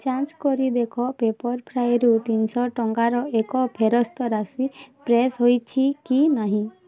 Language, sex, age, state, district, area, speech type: Odia, female, 18-30, Odisha, Bargarh, urban, read